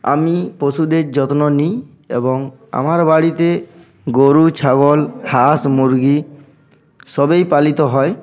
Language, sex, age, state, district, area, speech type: Bengali, male, 18-30, West Bengal, Uttar Dinajpur, urban, spontaneous